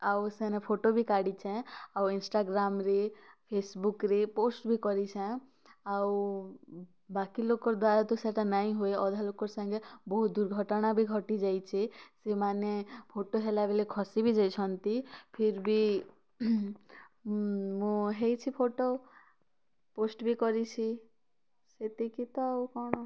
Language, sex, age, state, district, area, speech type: Odia, female, 18-30, Odisha, Kalahandi, rural, spontaneous